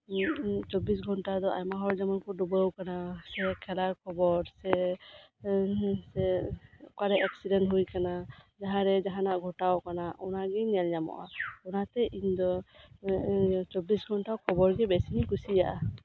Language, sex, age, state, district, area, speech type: Santali, female, 30-45, West Bengal, Birbhum, rural, spontaneous